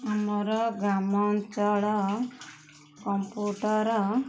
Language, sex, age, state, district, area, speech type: Odia, female, 45-60, Odisha, Ganjam, urban, spontaneous